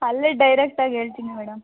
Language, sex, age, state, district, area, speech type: Kannada, female, 60+, Karnataka, Tumkur, rural, conversation